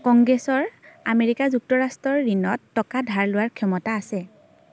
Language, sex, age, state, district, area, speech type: Assamese, female, 18-30, Assam, Majuli, urban, read